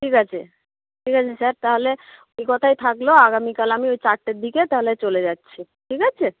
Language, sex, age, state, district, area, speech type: Bengali, female, 60+, West Bengal, Nadia, rural, conversation